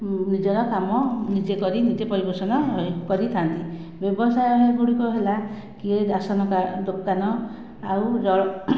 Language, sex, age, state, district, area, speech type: Odia, female, 45-60, Odisha, Khordha, rural, spontaneous